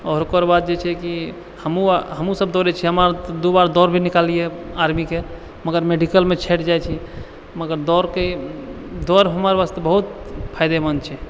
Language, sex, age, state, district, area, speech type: Maithili, male, 18-30, Bihar, Purnia, urban, spontaneous